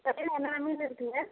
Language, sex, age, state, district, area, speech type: Tamil, female, 30-45, Tamil Nadu, Kallakurichi, rural, conversation